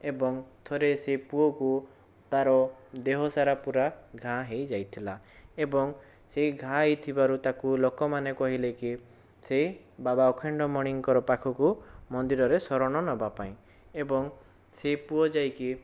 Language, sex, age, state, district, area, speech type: Odia, male, 18-30, Odisha, Bhadrak, rural, spontaneous